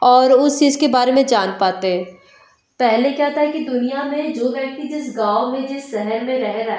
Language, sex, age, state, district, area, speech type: Hindi, female, 18-30, Madhya Pradesh, Betul, urban, spontaneous